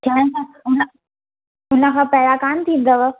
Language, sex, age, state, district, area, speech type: Sindhi, female, 18-30, Gujarat, Surat, urban, conversation